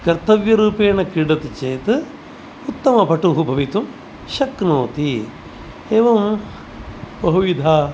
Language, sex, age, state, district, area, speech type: Sanskrit, male, 45-60, Karnataka, Dakshina Kannada, rural, spontaneous